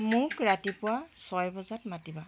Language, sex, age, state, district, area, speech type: Assamese, female, 60+, Assam, Tinsukia, rural, read